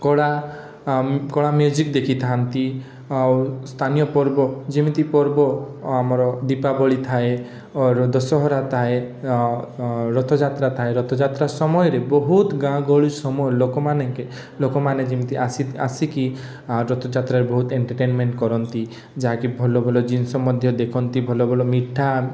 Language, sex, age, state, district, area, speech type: Odia, male, 18-30, Odisha, Rayagada, rural, spontaneous